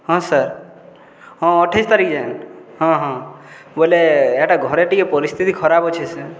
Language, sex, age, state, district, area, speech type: Odia, male, 30-45, Odisha, Boudh, rural, spontaneous